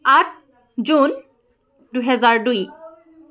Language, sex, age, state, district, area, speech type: Assamese, female, 18-30, Assam, Charaideo, urban, spontaneous